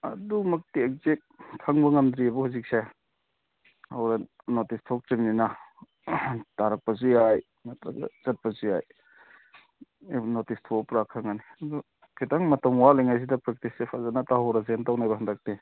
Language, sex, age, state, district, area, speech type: Manipuri, male, 45-60, Manipur, Kangpokpi, urban, conversation